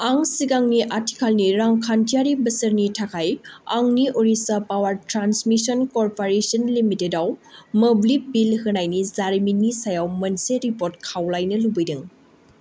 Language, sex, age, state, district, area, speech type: Bodo, female, 18-30, Assam, Baksa, rural, read